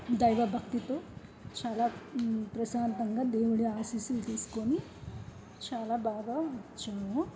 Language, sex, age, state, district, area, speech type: Telugu, female, 30-45, Andhra Pradesh, N T Rama Rao, urban, spontaneous